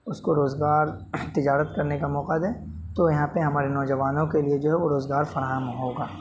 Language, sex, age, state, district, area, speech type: Urdu, male, 18-30, Delhi, North West Delhi, urban, spontaneous